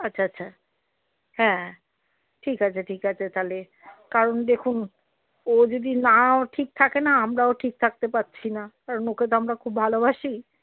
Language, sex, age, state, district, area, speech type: Bengali, female, 45-60, West Bengal, Darjeeling, rural, conversation